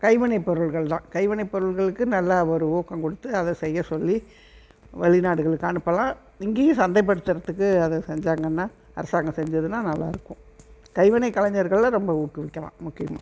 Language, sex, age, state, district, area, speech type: Tamil, female, 60+, Tamil Nadu, Erode, rural, spontaneous